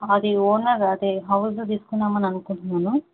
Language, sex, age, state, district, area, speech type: Telugu, female, 30-45, Telangana, Medchal, urban, conversation